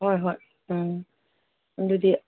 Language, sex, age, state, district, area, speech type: Manipuri, female, 60+, Manipur, Kangpokpi, urban, conversation